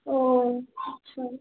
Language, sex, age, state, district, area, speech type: Bengali, female, 18-30, West Bengal, Alipurduar, rural, conversation